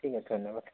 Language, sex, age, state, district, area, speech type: Assamese, male, 45-60, Assam, Morigaon, rural, conversation